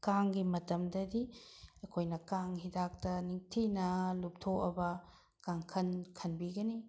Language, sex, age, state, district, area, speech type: Manipuri, female, 60+, Manipur, Bishnupur, rural, spontaneous